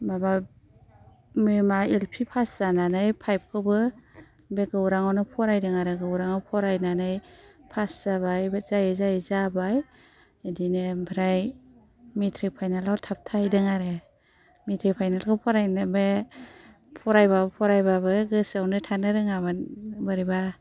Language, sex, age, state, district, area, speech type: Bodo, female, 60+, Assam, Kokrajhar, urban, spontaneous